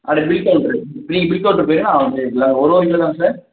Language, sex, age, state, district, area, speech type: Tamil, male, 18-30, Tamil Nadu, Thanjavur, rural, conversation